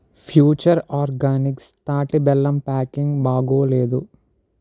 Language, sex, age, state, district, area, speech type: Telugu, male, 60+, Andhra Pradesh, Kakinada, rural, read